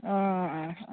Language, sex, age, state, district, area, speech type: Assamese, female, 45-60, Assam, Lakhimpur, rural, conversation